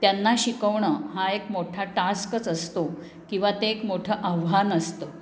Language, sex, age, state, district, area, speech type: Marathi, female, 60+, Maharashtra, Pune, urban, spontaneous